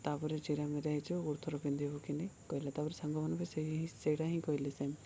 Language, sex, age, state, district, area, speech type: Odia, male, 18-30, Odisha, Koraput, urban, spontaneous